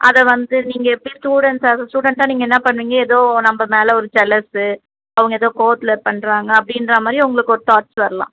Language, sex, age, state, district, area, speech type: Tamil, female, 30-45, Tamil Nadu, Tiruvallur, urban, conversation